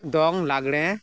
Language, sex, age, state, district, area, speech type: Santali, male, 45-60, West Bengal, Malda, rural, spontaneous